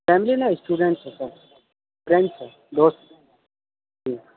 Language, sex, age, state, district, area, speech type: Urdu, male, 18-30, Delhi, East Delhi, urban, conversation